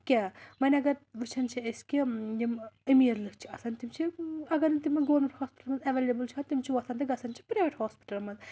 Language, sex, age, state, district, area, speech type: Kashmiri, female, 18-30, Jammu and Kashmir, Anantnag, rural, spontaneous